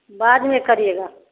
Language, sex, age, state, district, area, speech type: Hindi, female, 30-45, Bihar, Samastipur, rural, conversation